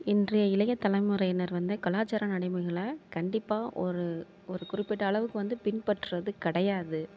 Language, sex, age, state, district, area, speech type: Tamil, female, 45-60, Tamil Nadu, Thanjavur, rural, spontaneous